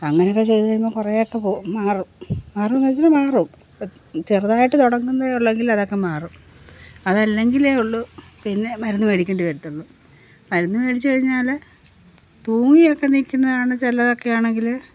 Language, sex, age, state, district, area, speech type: Malayalam, female, 45-60, Kerala, Pathanamthitta, rural, spontaneous